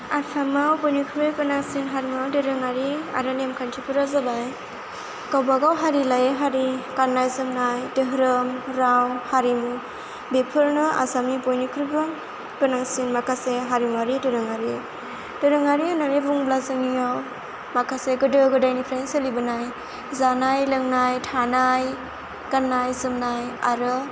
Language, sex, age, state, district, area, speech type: Bodo, female, 18-30, Assam, Chirang, rural, spontaneous